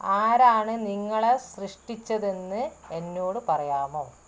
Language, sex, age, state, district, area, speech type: Malayalam, female, 30-45, Kerala, Malappuram, rural, read